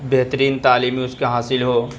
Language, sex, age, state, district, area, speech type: Urdu, male, 30-45, Delhi, Central Delhi, urban, spontaneous